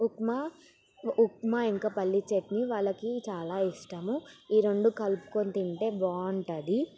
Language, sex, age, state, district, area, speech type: Telugu, female, 18-30, Telangana, Sangareddy, urban, spontaneous